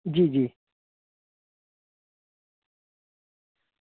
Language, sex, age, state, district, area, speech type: Dogri, male, 30-45, Jammu and Kashmir, Kathua, rural, conversation